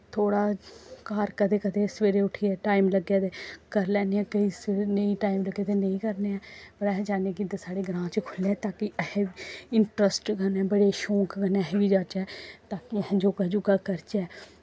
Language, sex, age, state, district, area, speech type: Dogri, female, 18-30, Jammu and Kashmir, Samba, rural, spontaneous